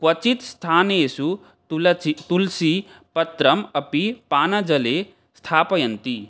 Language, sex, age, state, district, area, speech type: Sanskrit, male, 18-30, Assam, Barpeta, rural, spontaneous